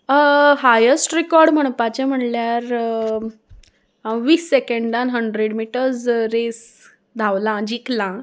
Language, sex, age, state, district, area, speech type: Goan Konkani, female, 18-30, Goa, Salcete, urban, spontaneous